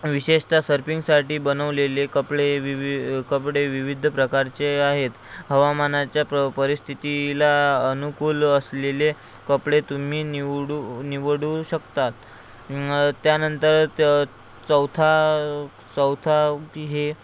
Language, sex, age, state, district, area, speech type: Marathi, male, 30-45, Maharashtra, Amravati, rural, spontaneous